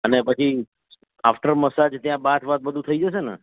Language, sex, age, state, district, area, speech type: Gujarati, male, 45-60, Gujarat, Ahmedabad, urban, conversation